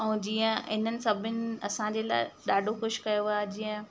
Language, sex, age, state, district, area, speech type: Sindhi, female, 30-45, Madhya Pradesh, Katni, urban, spontaneous